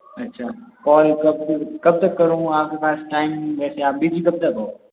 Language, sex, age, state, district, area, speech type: Hindi, male, 18-30, Rajasthan, Jodhpur, rural, conversation